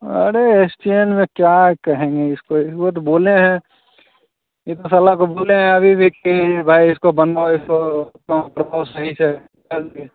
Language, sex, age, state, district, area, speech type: Hindi, male, 30-45, Bihar, Begusarai, rural, conversation